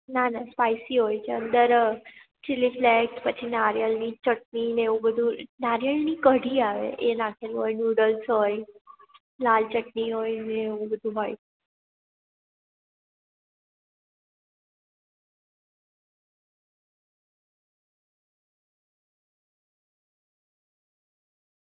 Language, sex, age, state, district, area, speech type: Gujarati, female, 18-30, Gujarat, Surat, urban, conversation